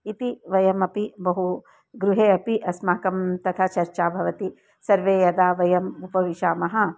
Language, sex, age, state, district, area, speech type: Sanskrit, female, 60+, Karnataka, Dharwad, urban, spontaneous